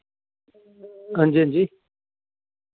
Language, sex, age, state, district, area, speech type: Dogri, male, 45-60, Jammu and Kashmir, Jammu, rural, conversation